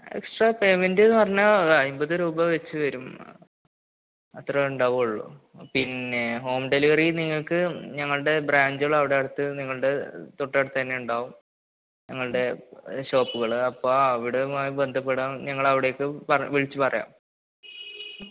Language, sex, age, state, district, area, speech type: Malayalam, male, 18-30, Kerala, Malappuram, rural, conversation